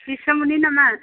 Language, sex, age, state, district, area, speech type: Bodo, female, 30-45, Assam, Chirang, rural, conversation